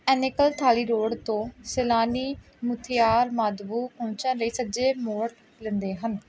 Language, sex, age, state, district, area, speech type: Punjabi, female, 18-30, Punjab, Pathankot, rural, read